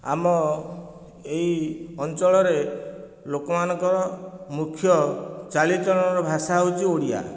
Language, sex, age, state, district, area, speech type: Odia, male, 45-60, Odisha, Nayagarh, rural, spontaneous